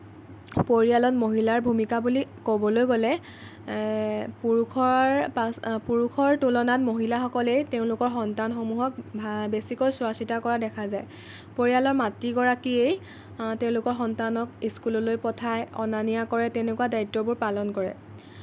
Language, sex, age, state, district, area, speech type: Assamese, female, 18-30, Assam, Lakhimpur, rural, spontaneous